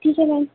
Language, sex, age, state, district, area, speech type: Hindi, female, 30-45, Madhya Pradesh, Harda, urban, conversation